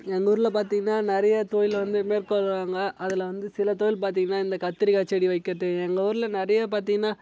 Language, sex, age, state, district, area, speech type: Tamil, male, 18-30, Tamil Nadu, Tiruvannamalai, rural, spontaneous